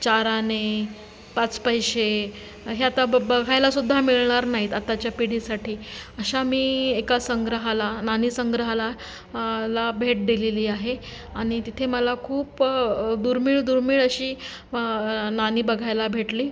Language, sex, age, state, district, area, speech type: Marathi, female, 45-60, Maharashtra, Nanded, urban, spontaneous